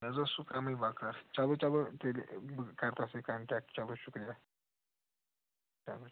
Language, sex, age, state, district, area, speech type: Kashmiri, male, 18-30, Jammu and Kashmir, Srinagar, urban, conversation